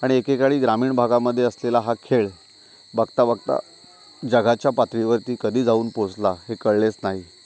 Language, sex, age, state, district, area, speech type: Marathi, male, 30-45, Maharashtra, Ratnagiri, rural, spontaneous